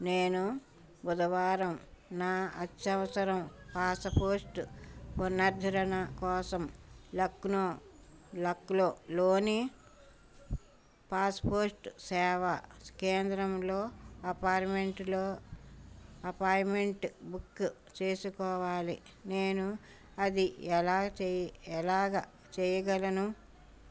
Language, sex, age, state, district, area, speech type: Telugu, female, 60+, Andhra Pradesh, Bapatla, urban, read